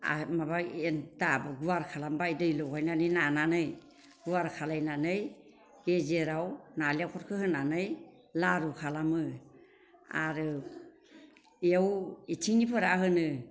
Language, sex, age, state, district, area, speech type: Bodo, female, 60+, Assam, Baksa, urban, spontaneous